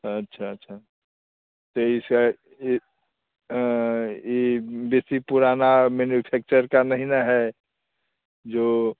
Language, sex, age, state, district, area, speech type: Hindi, male, 45-60, Bihar, Muzaffarpur, urban, conversation